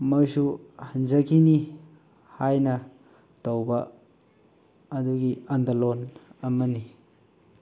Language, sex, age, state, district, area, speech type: Manipuri, male, 45-60, Manipur, Bishnupur, rural, spontaneous